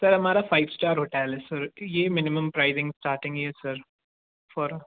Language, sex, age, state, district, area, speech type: Hindi, male, 18-30, Madhya Pradesh, Jabalpur, urban, conversation